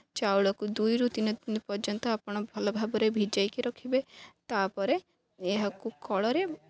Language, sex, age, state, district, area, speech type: Odia, female, 18-30, Odisha, Jagatsinghpur, rural, spontaneous